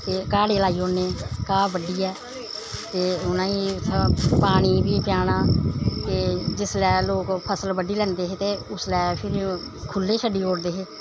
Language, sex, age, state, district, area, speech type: Dogri, female, 60+, Jammu and Kashmir, Samba, rural, spontaneous